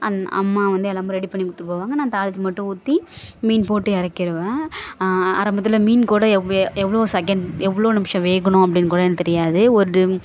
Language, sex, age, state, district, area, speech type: Tamil, female, 18-30, Tamil Nadu, Thanjavur, rural, spontaneous